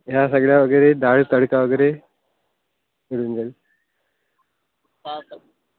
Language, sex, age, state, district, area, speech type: Marathi, male, 18-30, Maharashtra, Yavatmal, rural, conversation